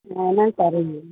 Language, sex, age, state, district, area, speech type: Tamil, female, 60+, Tamil Nadu, Virudhunagar, rural, conversation